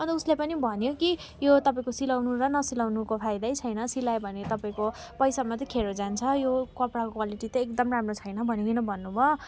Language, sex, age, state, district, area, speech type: Nepali, female, 18-30, West Bengal, Darjeeling, rural, spontaneous